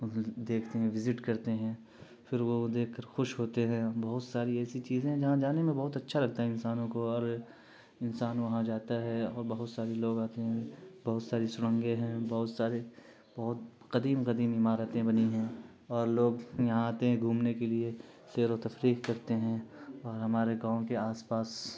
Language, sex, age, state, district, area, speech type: Urdu, male, 30-45, Bihar, Khagaria, rural, spontaneous